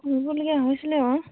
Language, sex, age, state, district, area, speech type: Assamese, female, 30-45, Assam, Tinsukia, urban, conversation